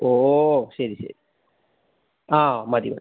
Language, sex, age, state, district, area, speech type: Malayalam, male, 30-45, Kerala, Palakkad, urban, conversation